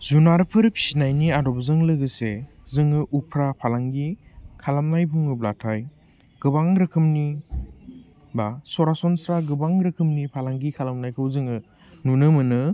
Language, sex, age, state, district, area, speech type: Bodo, male, 30-45, Assam, Baksa, urban, spontaneous